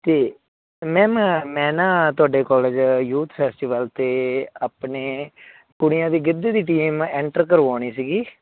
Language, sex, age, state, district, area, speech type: Punjabi, male, 18-30, Punjab, Muktsar, rural, conversation